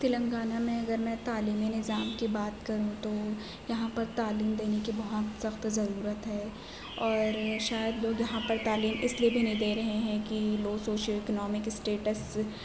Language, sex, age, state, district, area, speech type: Urdu, female, 18-30, Telangana, Hyderabad, urban, spontaneous